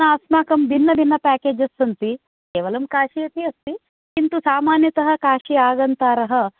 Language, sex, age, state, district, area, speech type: Sanskrit, female, 45-60, Karnataka, Uttara Kannada, urban, conversation